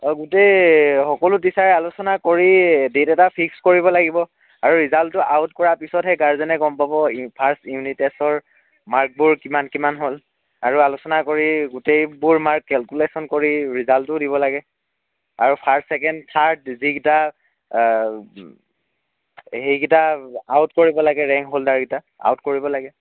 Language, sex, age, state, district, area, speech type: Assamese, male, 18-30, Assam, Dhemaji, urban, conversation